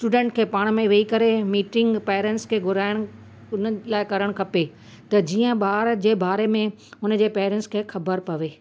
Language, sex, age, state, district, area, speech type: Sindhi, female, 45-60, Gujarat, Kutch, urban, spontaneous